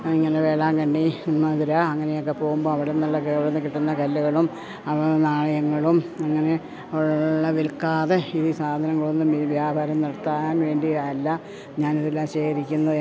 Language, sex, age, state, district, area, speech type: Malayalam, female, 60+, Kerala, Idukki, rural, spontaneous